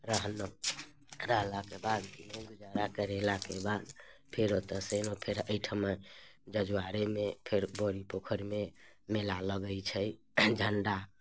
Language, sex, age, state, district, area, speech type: Maithili, female, 30-45, Bihar, Muzaffarpur, urban, spontaneous